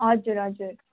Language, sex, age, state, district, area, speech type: Nepali, female, 18-30, West Bengal, Darjeeling, rural, conversation